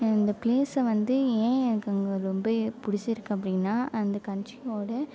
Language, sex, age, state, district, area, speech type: Tamil, female, 18-30, Tamil Nadu, Mayiladuthurai, urban, spontaneous